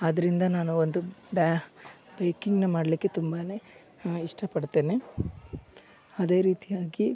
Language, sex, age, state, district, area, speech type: Kannada, male, 18-30, Karnataka, Koppal, urban, spontaneous